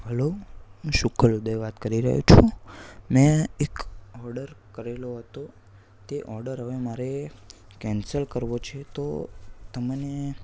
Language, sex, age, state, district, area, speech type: Gujarati, male, 18-30, Gujarat, Anand, urban, spontaneous